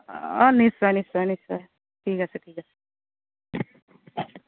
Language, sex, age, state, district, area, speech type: Assamese, female, 18-30, Assam, Lakhimpur, rural, conversation